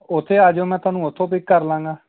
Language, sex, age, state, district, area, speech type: Punjabi, male, 18-30, Punjab, Gurdaspur, rural, conversation